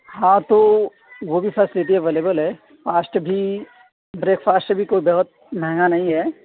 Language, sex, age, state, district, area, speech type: Urdu, female, 30-45, Delhi, South Delhi, rural, conversation